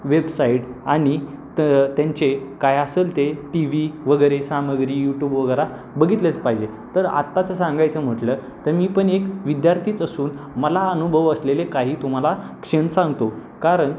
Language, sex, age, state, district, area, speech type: Marathi, male, 18-30, Maharashtra, Pune, urban, spontaneous